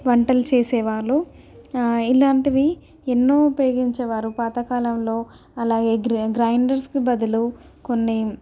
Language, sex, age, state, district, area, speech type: Telugu, female, 18-30, Telangana, Ranga Reddy, rural, spontaneous